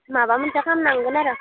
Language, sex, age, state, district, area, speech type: Bodo, female, 30-45, Assam, Udalguri, rural, conversation